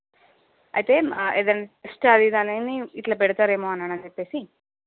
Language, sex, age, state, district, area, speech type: Telugu, female, 30-45, Andhra Pradesh, Visakhapatnam, urban, conversation